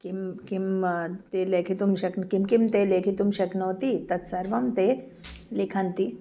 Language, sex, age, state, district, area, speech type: Sanskrit, female, 45-60, Karnataka, Bangalore Urban, urban, spontaneous